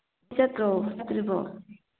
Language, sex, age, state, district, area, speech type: Manipuri, female, 45-60, Manipur, Churachandpur, urban, conversation